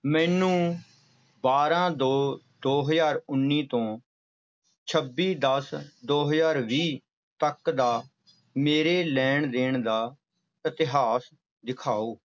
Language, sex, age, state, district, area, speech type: Punjabi, male, 30-45, Punjab, Barnala, urban, read